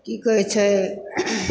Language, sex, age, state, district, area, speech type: Maithili, female, 60+, Bihar, Supaul, rural, spontaneous